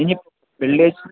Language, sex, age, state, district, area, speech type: Malayalam, male, 18-30, Kerala, Thiruvananthapuram, rural, conversation